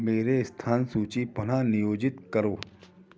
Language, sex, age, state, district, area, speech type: Hindi, male, 45-60, Madhya Pradesh, Gwalior, urban, read